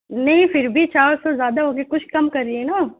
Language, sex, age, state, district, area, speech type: Urdu, female, 18-30, Uttar Pradesh, Balrampur, rural, conversation